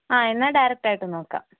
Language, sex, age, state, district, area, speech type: Malayalam, female, 18-30, Kerala, Wayanad, rural, conversation